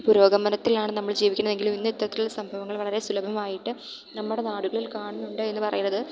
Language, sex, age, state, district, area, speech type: Malayalam, female, 18-30, Kerala, Idukki, rural, spontaneous